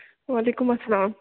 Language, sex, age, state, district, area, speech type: Kashmiri, female, 30-45, Jammu and Kashmir, Ganderbal, rural, conversation